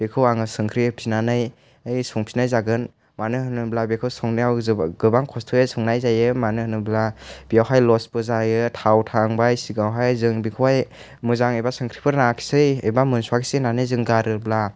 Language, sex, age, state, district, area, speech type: Bodo, male, 60+, Assam, Chirang, urban, spontaneous